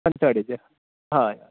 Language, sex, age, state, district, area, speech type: Goan Konkani, male, 18-30, Goa, Tiswadi, rural, conversation